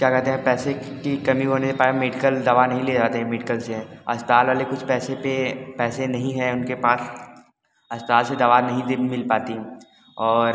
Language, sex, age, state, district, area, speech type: Hindi, male, 18-30, Uttar Pradesh, Mirzapur, urban, spontaneous